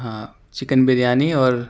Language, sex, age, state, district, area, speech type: Urdu, male, 18-30, Delhi, Central Delhi, urban, spontaneous